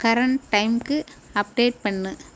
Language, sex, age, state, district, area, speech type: Tamil, female, 45-60, Tamil Nadu, Thoothukudi, rural, read